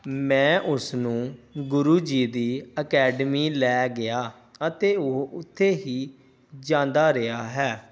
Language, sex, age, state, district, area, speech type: Punjabi, male, 30-45, Punjab, Pathankot, rural, read